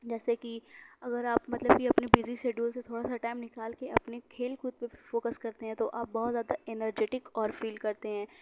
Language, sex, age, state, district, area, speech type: Urdu, female, 18-30, Uttar Pradesh, Mau, urban, spontaneous